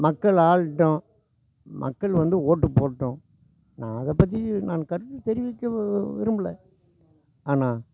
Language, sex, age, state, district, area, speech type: Tamil, male, 60+, Tamil Nadu, Tiruvannamalai, rural, spontaneous